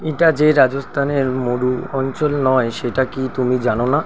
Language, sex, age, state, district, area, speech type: Bengali, male, 30-45, West Bengal, Kolkata, urban, read